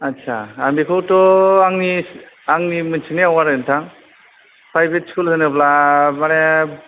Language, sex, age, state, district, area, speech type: Bodo, male, 45-60, Assam, Kokrajhar, rural, conversation